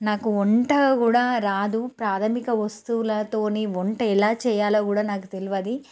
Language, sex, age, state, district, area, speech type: Telugu, female, 45-60, Telangana, Nalgonda, urban, spontaneous